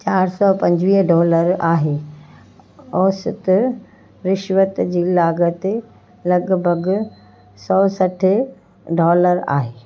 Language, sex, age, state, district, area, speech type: Sindhi, female, 45-60, Gujarat, Kutch, urban, read